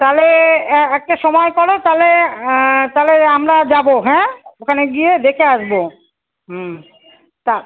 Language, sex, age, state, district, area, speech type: Bengali, female, 30-45, West Bengal, Alipurduar, rural, conversation